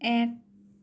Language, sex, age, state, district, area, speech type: Assamese, female, 18-30, Assam, Morigaon, rural, read